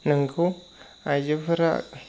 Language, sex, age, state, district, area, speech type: Bodo, male, 30-45, Assam, Chirang, rural, spontaneous